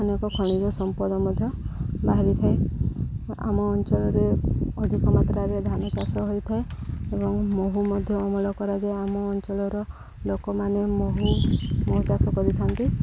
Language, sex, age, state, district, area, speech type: Odia, female, 45-60, Odisha, Subarnapur, urban, spontaneous